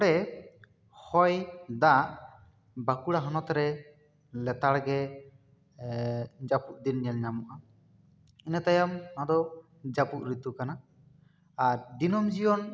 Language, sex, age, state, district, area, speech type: Santali, male, 18-30, West Bengal, Bankura, rural, spontaneous